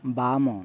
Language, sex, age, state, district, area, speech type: Odia, male, 18-30, Odisha, Balangir, urban, read